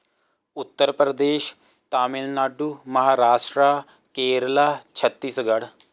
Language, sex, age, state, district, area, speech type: Punjabi, male, 18-30, Punjab, Rupnagar, rural, spontaneous